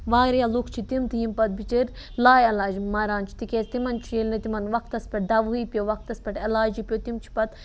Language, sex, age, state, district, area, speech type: Kashmiri, other, 18-30, Jammu and Kashmir, Budgam, rural, spontaneous